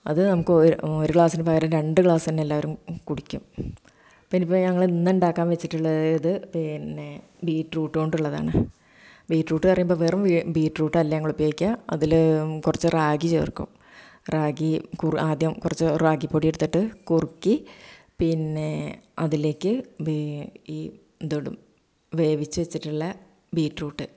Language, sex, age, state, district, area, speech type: Malayalam, female, 45-60, Kerala, Malappuram, rural, spontaneous